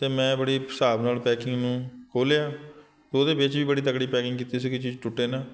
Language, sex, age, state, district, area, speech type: Punjabi, male, 45-60, Punjab, Shaheed Bhagat Singh Nagar, urban, spontaneous